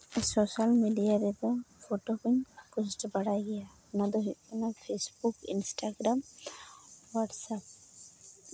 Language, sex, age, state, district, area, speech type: Santali, female, 18-30, West Bengal, Uttar Dinajpur, rural, spontaneous